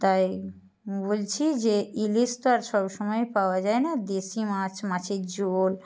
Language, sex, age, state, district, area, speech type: Bengali, female, 60+, West Bengal, Purba Medinipur, rural, spontaneous